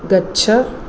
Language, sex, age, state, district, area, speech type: Sanskrit, female, 30-45, Tamil Nadu, Chennai, urban, read